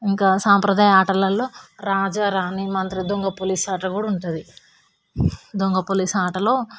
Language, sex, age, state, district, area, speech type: Telugu, female, 18-30, Telangana, Hyderabad, urban, spontaneous